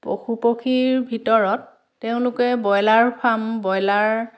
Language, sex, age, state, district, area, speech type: Assamese, female, 30-45, Assam, Dhemaji, urban, spontaneous